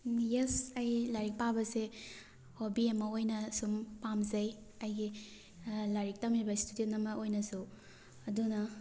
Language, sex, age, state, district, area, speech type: Manipuri, female, 30-45, Manipur, Thoubal, rural, spontaneous